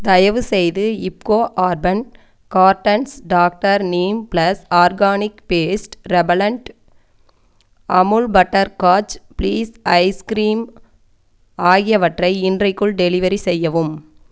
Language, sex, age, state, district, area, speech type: Tamil, female, 30-45, Tamil Nadu, Coimbatore, rural, read